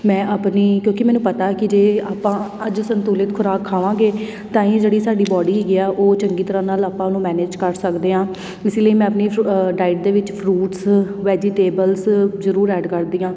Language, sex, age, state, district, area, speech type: Punjabi, female, 30-45, Punjab, Tarn Taran, urban, spontaneous